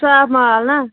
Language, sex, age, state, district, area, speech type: Kashmiri, female, 18-30, Jammu and Kashmir, Anantnag, urban, conversation